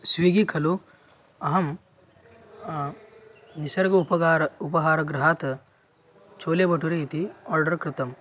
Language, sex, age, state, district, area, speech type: Sanskrit, male, 18-30, Maharashtra, Solapur, rural, spontaneous